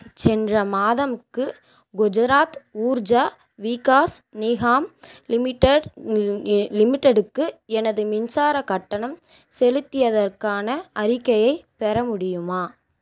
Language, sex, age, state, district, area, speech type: Tamil, female, 18-30, Tamil Nadu, Ranipet, rural, read